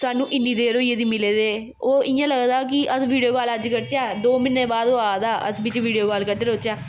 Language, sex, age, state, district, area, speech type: Dogri, female, 18-30, Jammu and Kashmir, Jammu, urban, spontaneous